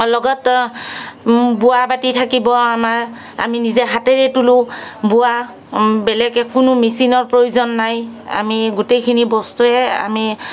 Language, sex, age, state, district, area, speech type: Assamese, female, 45-60, Assam, Kamrup Metropolitan, urban, spontaneous